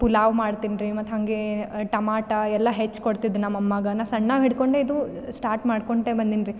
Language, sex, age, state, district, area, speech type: Kannada, female, 18-30, Karnataka, Gulbarga, urban, spontaneous